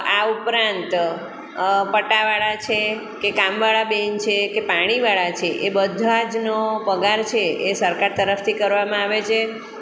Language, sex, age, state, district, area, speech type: Gujarati, female, 45-60, Gujarat, Surat, urban, spontaneous